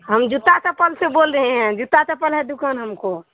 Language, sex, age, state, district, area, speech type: Maithili, female, 18-30, Bihar, Araria, urban, conversation